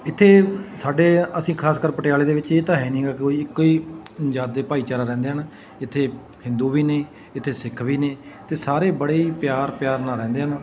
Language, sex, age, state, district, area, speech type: Punjabi, male, 30-45, Punjab, Patiala, urban, spontaneous